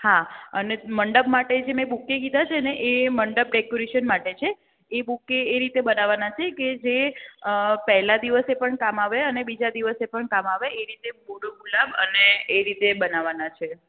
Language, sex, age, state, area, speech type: Gujarati, female, 30-45, Gujarat, urban, conversation